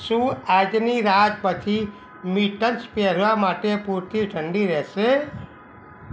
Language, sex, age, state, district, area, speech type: Gujarati, male, 45-60, Gujarat, Kheda, rural, read